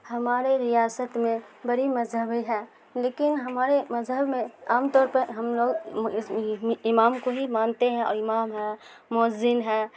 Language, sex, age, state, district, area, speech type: Urdu, female, 30-45, Bihar, Supaul, rural, spontaneous